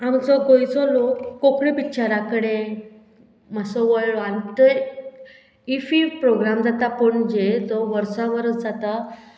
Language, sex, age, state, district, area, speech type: Goan Konkani, female, 45-60, Goa, Murmgao, rural, spontaneous